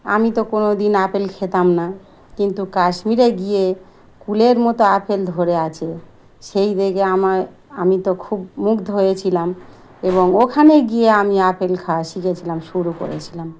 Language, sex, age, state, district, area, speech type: Bengali, female, 45-60, West Bengal, Dakshin Dinajpur, urban, spontaneous